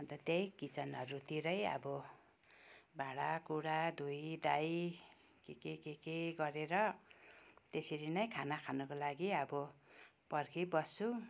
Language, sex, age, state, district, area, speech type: Nepali, female, 60+, West Bengal, Kalimpong, rural, spontaneous